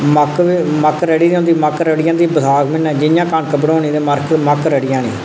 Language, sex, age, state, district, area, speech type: Dogri, male, 30-45, Jammu and Kashmir, Reasi, rural, spontaneous